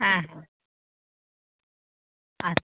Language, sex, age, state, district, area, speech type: Bengali, female, 18-30, West Bengal, Hooghly, urban, conversation